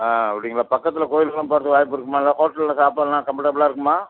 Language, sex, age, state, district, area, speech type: Tamil, male, 60+, Tamil Nadu, Tiruvarur, rural, conversation